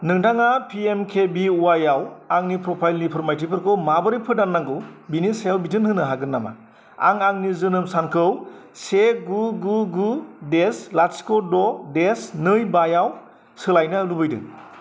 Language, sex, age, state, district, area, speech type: Bodo, male, 30-45, Assam, Kokrajhar, rural, read